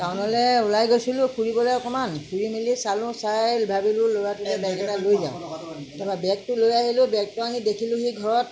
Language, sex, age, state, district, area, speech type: Assamese, female, 60+, Assam, Lakhimpur, rural, spontaneous